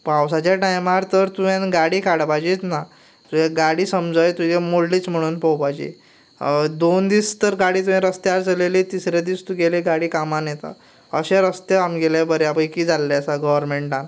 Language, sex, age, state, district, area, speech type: Goan Konkani, male, 18-30, Goa, Canacona, rural, spontaneous